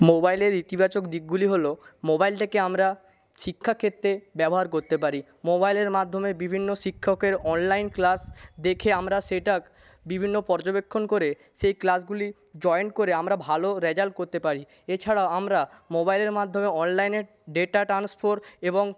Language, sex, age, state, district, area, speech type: Bengali, male, 18-30, West Bengal, Paschim Medinipur, rural, spontaneous